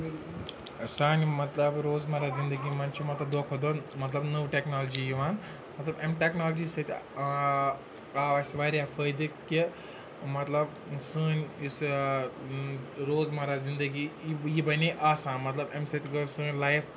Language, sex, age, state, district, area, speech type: Kashmiri, male, 18-30, Jammu and Kashmir, Ganderbal, rural, spontaneous